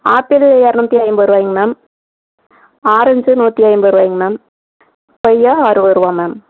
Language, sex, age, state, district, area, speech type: Tamil, female, 45-60, Tamil Nadu, Erode, rural, conversation